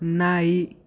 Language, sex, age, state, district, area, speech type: Kannada, male, 18-30, Karnataka, Bidar, urban, read